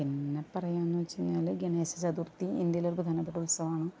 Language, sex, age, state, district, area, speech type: Malayalam, female, 30-45, Kerala, Ernakulam, rural, spontaneous